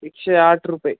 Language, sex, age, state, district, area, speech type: Marathi, male, 30-45, Maharashtra, Nanded, rural, conversation